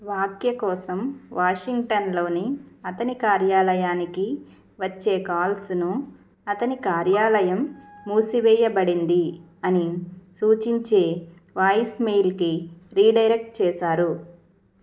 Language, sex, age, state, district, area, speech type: Telugu, female, 30-45, Andhra Pradesh, Palnadu, rural, read